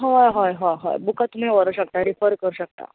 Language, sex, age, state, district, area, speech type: Goan Konkani, female, 18-30, Goa, Bardez, urban, conversation